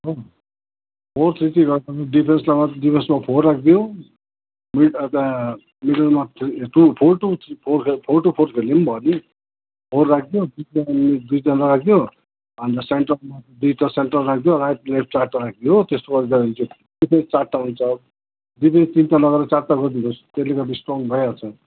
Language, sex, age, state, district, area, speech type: Nepali, male, 60+, West Bengal, Kalimpong, rural, conversation